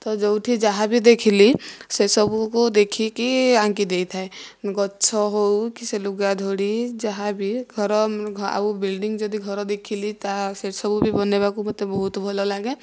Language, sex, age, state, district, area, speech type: Odia, female, 45-60, Odisha, Kandhamal, rural, spontaneous